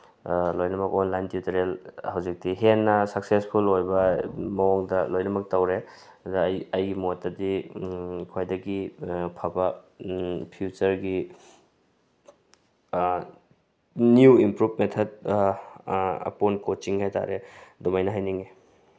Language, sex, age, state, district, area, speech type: Manipuri, male, 30-45, Manipur, Tengnoupal, rural, spontaneous